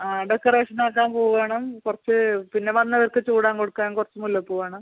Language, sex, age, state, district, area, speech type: Malayalam, female, 30-45, Kerala, Kasaragod, rural, conversation